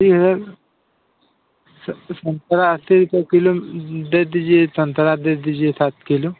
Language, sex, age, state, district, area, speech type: Hindi, male, 18-30, Uttar Pradesh, Ghazipur, rural, conversation